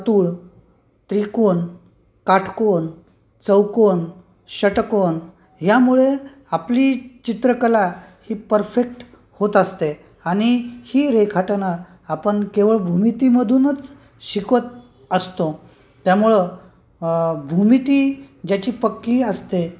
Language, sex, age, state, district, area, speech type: Marathi, male, 45-60, Maharashtra, Nanded, urban, spontaneous